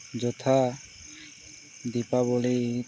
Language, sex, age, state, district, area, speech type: Odia, male, 18-30, Odisha, Nabarangpur, urban, spontaneous